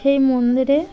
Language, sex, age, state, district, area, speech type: Bengali, female, 18-30, West Bengal, Birbhum, urban, spontaneous